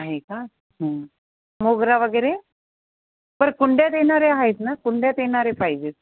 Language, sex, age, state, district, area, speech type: Marathi, female, 45-60, Maharashtra, Nanded, urban, conversation